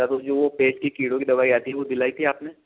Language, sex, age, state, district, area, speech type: Hindi, male, 60+, Rajasthan, Jaipur, urban, conversation